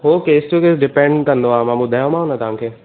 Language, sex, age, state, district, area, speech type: Sindhi, male, 18-30, Gujarat, Surat, urban, conversation